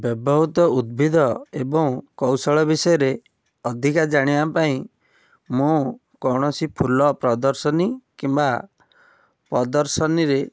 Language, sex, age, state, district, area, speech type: Odia, male, 18-30, Odisha, Cuttack, urban, spontaneous